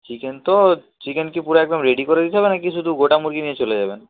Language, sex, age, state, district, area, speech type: Bengali, male, 18-30, West Bengal, Nadia, rural, conversation